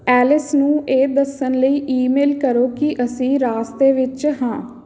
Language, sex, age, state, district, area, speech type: Punjabi, female, 18-30, Punjab, Patiala, rural, read